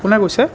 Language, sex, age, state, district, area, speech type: Assamese, male, 18-30, Assam, Nalbari, rural, spontaneous